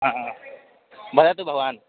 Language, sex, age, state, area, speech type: Sanskrit, male, 18-30, Uttar Pradesh, urban, conversation